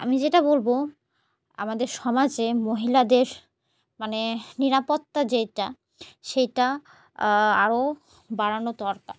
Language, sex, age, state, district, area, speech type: Bengali, female, 30-45, West Bengal, Murshidabad, urban, spontaneous